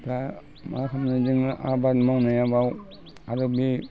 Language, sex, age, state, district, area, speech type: Bodo, male, 60+, Assam, Udalguri, rural, spontaneous